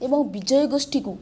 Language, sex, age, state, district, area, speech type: Odia, female, 45-60, Odisha, Kandhamal, rural, spontaneous